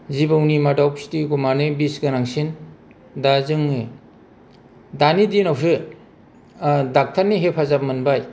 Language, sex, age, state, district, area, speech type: Bodo, male, 45-60, Assam, Kokrajhar, rural, spontaneous